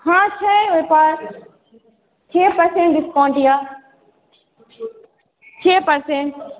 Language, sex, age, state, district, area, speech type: Maithili, female, 18-30, Bihar, Supaul, rural, conversation